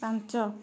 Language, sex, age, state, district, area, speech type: Odia, female, 30-45, Odisha, Kendujhar, urban, read